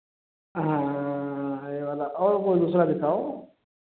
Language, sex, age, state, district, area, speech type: Hindi, male, 30-45, Uttar Pradesh, Prayagraj, rural, conversation